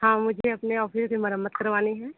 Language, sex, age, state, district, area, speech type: Hindi, female, 30-45, Uttar Pradesh, Sonbhadra, rural, conversation